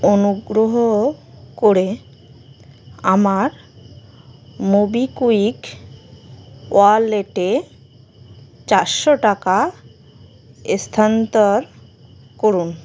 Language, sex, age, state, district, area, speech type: Bengali, female, 18-30, West Bengal, Howrah, urban, read